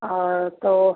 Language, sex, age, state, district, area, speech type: Hindi, female, 60+, Bihar, Begusarai, rural, conversation